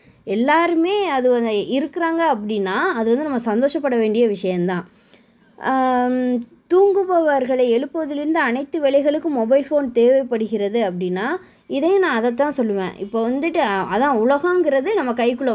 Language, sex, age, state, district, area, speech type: Tamil, female, 30-45, Tamil Nadu, Sivaganga, rural, spontaneous